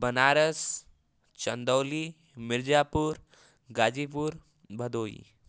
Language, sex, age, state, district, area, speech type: Hindi, male, 18-30, Uttar Pradesh, Varanasi, rural, spontaneous